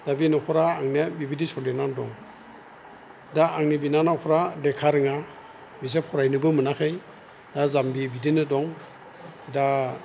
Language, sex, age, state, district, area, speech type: Bodo, male, 60+, Assam, Chirang, rural, spontaneous